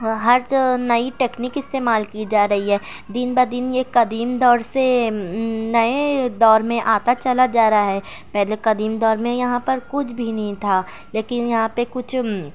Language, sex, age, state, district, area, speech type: Urdu, female, 18-30, Maharashtra, Nashik, urban, spontaneous